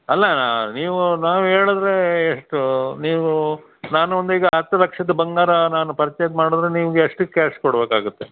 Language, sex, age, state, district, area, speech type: Kannada, male, 60+, Karnataka, Dakshina Kannada, rural, conversation